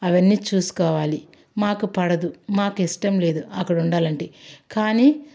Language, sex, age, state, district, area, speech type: Telugu, female, 60+, Andhra Pradesh, Sri Balaji, urban, spontaneous